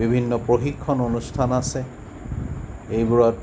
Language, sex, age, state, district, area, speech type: Assamese, male, 45-60, Assam, Sonitpur, urban, spontaneous